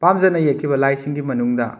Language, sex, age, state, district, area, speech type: Manipuri, male, 30-45, Manipur, Kakching, rural, spontaneous